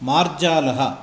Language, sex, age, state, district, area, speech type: Sanskrit, male, 45-60, Karnataka, Uttara Kannada, rural, read